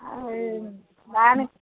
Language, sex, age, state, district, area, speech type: Odia, female, 60+, Odisha, Angul, rural, conversation